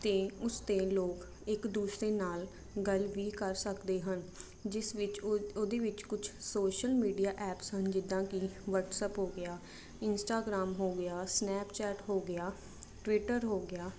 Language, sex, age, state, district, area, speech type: Punjabi, female, 18-30, Punjab, Jalandhar, urban, spontaneous